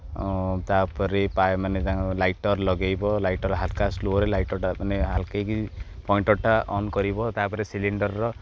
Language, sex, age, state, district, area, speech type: Odia, male, 18-30, Odisha, Jagatsinghpur, urban, spontaneous